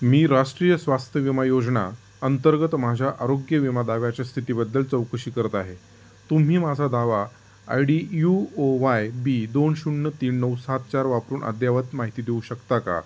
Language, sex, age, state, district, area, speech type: Marathi, male, 30-45, Maharashtra, Ahmednagar, rural, read